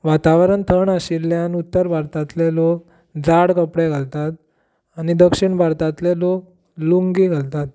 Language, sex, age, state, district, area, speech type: Goan Konkani, male, 18-30, Goa, Tiswadi, rural, spontaneous